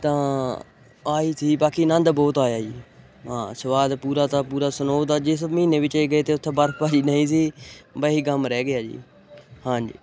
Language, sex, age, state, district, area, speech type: Punjabi, male, 18-30, Punjab, Hoshiarpur, rural, spontaneous